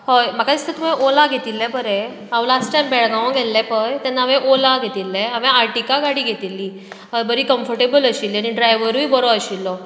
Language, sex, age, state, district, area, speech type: Goan Konkani, female, 30-45, Goa, Bardez, urban, spontaneous